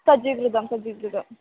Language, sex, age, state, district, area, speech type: Sanskrit, female, 18-30, Kerala, Wayanad, rural, conversation